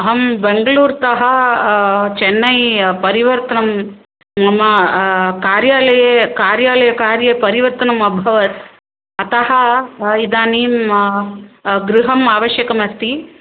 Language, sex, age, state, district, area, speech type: Sanskrit, female, 45-60, Tamil Nadu, Thanjavur, urban, conversation